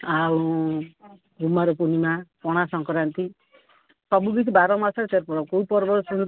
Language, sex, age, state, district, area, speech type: Odia, female, 45-60, Odisha, Angul, rural, conversation